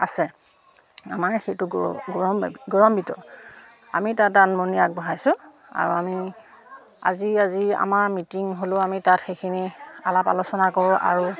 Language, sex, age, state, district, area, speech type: Assamese, female, 60+, Assam, Majuli, urban, spontaneous